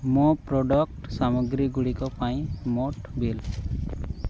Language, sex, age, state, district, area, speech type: Odia, male, 18-30, Odisha, Boudh, rural, read